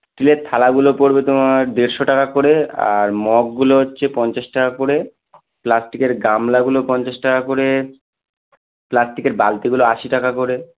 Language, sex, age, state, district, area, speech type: Bengali, male, 18-30, West Bengal, Howrah, urban, conversation